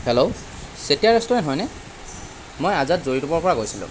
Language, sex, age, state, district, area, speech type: Assamese, male, 45-60, Assam, Lakhimpur, rural, spontaneous